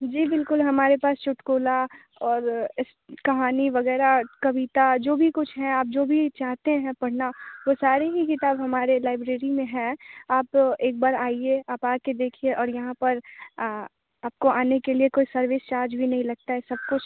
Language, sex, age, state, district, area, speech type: Hindi, female, 18-30, Bihar, Muzaffarpur, rural, conversation